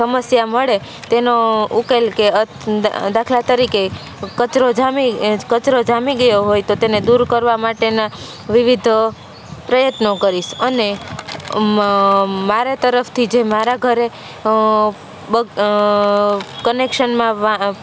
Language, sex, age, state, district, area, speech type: Gujarati, female, 18-30, Gujarat, Rajkot, urban, spontaneous